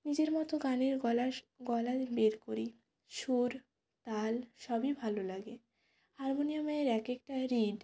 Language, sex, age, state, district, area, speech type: Bengali, female, 18-30, West Bengal, Jalpaiguri, rural, spontaneous